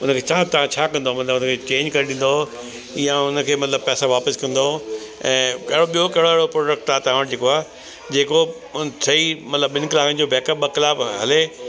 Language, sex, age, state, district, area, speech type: Sindhi, male, 60+, Delhi, South Delhi, urban, spontaneous